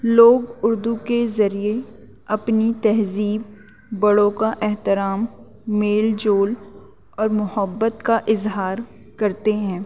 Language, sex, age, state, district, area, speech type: Urdu, female, 18-30, Delhi, North East Delhi, urban, spontaneous